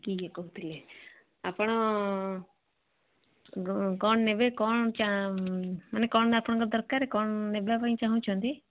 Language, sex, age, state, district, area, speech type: Odia, female, 60+, Odisha, Jharsuguda, rural, conversation